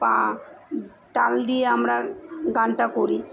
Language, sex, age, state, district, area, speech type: Bengali, female, 30-45, West Bengal, South 24 Parganas, urban, spontaneous